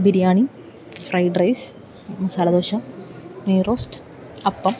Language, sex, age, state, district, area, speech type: Malayalam, female, 30-45, Kerala, Idukki, rural, spontaneous